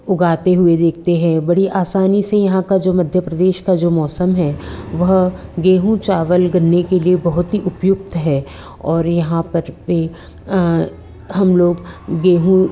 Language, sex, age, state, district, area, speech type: Hindi, female, 45-60, Madhya Pradesh, Betul, urban, spontaneous